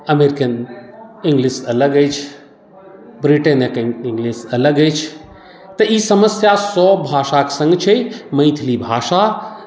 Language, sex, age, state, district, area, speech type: Maithili, male, 45-60, Bihar, Madhubani, rural, spontaneous